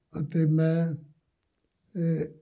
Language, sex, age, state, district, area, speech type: Punjabi, male, 60+, Punjab, Amritsar, urban, spontaneous